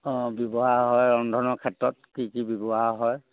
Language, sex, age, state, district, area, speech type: Assamese, male, 60+, Assam, Sivasagar, rural, conversation